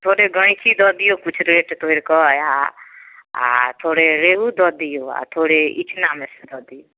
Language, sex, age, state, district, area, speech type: Maithili, female, 45-60, Bihar, Samastipur, rural, conversation